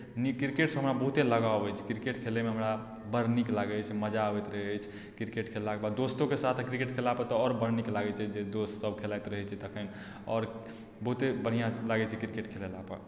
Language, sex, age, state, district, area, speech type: Maithili, male, 18-30, Bihar, Madhubani, rural, spontaneous